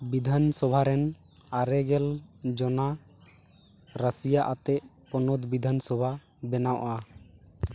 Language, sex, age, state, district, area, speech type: Santali, male, 18-30, West Bengal, Purulia, rural, read